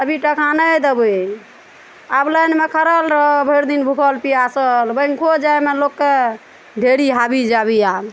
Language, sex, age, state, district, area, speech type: Maithili, female, 45-60, Bihar, Araria, rural, spontaneous